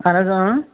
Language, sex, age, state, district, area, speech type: Kashmiri, male, 30-45, Jammu and Kashmir, Kupwara, urban, conversation